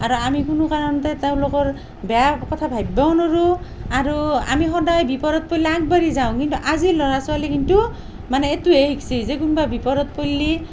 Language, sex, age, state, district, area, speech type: Assamese, female, 45-60, Assam, Nalbari, rural, spontaneous